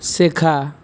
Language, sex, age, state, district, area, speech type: Bengali, male, 30-45, West Bengal, Purulia, urban, read